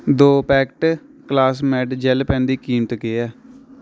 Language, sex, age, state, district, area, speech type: Dogri, male, 18-30, Jammu and Kashmir, Samba, urban, read